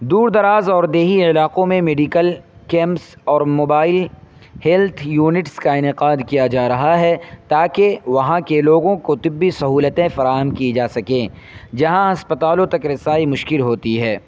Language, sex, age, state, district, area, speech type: Urdu, male, 18-30, Uttar Pradesh, Saharanpur, urban, spontaneous